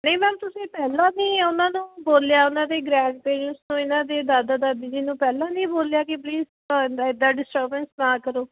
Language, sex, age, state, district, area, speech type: Punjabi, female, 30-45, Punjab, Jalandhar, rural, conversation